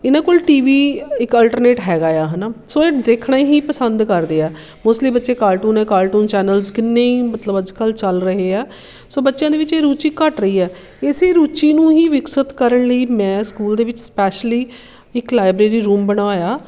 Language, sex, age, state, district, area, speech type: Punjabi, female, 45-60, Punjab, Shaheed Bhagat Singh Nagar, urban, spontaneous